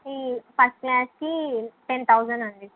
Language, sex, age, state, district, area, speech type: Telugu, female, 18-30, Andhra Pradesh, Visakhapatnam, urban, conversation